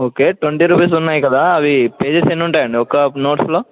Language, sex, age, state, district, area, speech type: Telugu, male, 18-30, Telangana, Ranga Reddy, urban, conversation